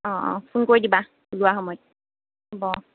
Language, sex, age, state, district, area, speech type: Assamese, female, 45-60, Assam, Nagaon, rural, conversation